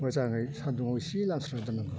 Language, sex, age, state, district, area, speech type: Bodo, male, 60+, Assam, Baksa, rural, spontaneous